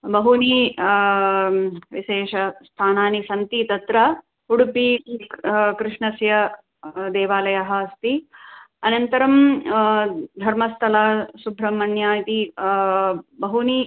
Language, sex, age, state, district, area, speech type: Sanskrit, female, 45-60, Tamil Nadu, Chennai, urban, conversation